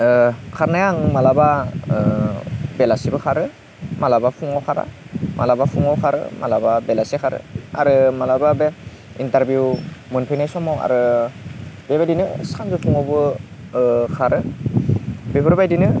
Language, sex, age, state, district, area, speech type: Bodo, male, 18-30, Assam, Udalguri, rural, spontaneous